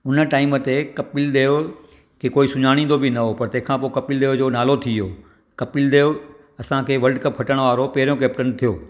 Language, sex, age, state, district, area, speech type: Sindhi, male, 45-60, Maharashtra, Thane, urban, spontaneous